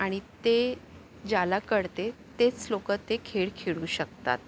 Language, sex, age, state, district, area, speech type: Marathi, female, 60+, Maharashtra, Akola, urban, spontaneous